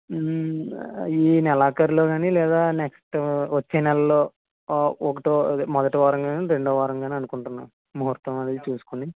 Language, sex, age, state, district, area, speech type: Telugu, male, 45-60, Andhra Pradesh, East Godavari, rural, conversation